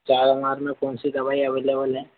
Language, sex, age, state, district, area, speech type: Hindi, male, 30-45, Madhya Pradesh, Harda, urban, conversation